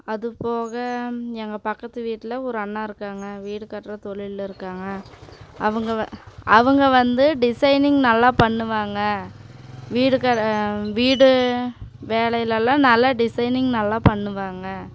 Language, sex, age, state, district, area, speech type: Tamil, female, 18-30, Tamil Nadu, Coimbatore, rural, spontaneous